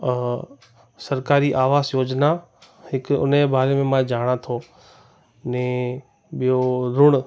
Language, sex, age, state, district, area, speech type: Sindhi, male, 18-30, Gujarat, Kutch, rural, spontaneous